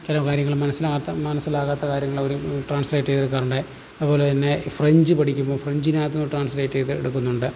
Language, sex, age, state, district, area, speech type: Malayalam, male, 30-45, Kerala, Alappuzha, rural, spontaneous